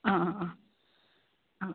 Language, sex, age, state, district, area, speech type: Malayalam, female, 18-30, Kerala, Wayanad, rural, conversation